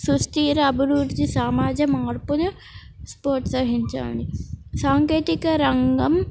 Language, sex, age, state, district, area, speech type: Telugu, female, 18-30, Telangana, Komaram Bheem, urban, spontaneous